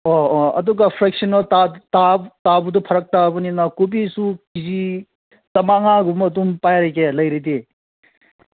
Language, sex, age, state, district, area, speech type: Manipuri, male, 18-30, Manipur, Senapati, rural, conversation